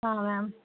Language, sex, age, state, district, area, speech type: Dogri, female, 18-30, Jammu and Kashmir, Jammu, rural, conversation